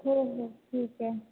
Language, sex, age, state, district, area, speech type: Marathi, female, 18-30, Maharashtra, Satara, rural, conversation